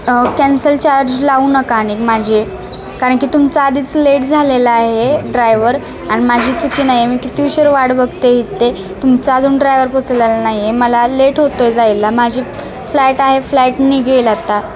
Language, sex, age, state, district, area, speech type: Marathi, female, 18-30, Maharashtra, Satara, urban, spontaneous